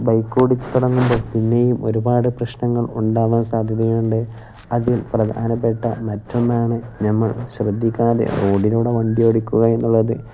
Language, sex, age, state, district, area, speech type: Malayalam, male, 18-30, Kerala, Kozhikode, rural, spontaneous